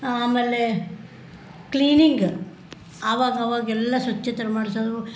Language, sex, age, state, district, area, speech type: Kannada, female, 60+, Karnataka, Koppal, rural, spontaneous